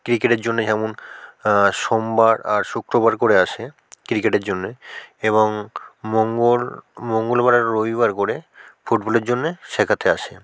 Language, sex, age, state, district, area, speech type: Bengali, male, 45-60, West Bengal, South 24 Parganas, rural, spontaneous